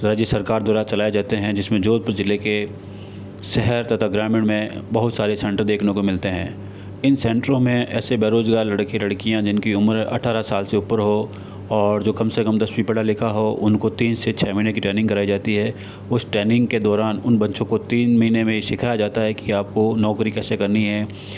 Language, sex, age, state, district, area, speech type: Hindi, male, 60+, Rajasthan, Jodhpur, urban, spontaneous